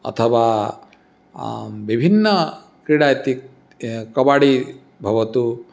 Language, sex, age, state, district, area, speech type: Sanskrit, male, 45-60, Odisha, Cuttack, urban, spontaneous